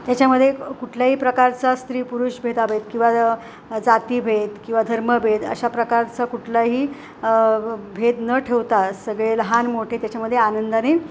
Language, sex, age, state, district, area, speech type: Marathi, female, 45-60, Maharashtra, Ratnagiri, rural, spontaneous